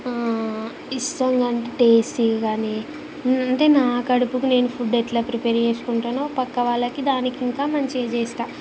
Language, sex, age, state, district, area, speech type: Telugu, female, 18-30, Telangana, Ranga Reddy, urban, spontaneous